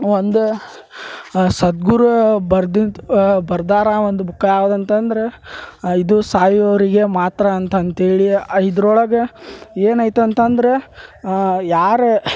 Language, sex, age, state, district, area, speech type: Kannada, male, 30-45, Karnataka, Gadag, rural, spontaneous